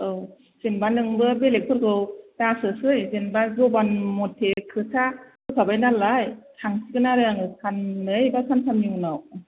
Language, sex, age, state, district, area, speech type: Bodo, female, 30-45, Assam, Chirang, urban, conversation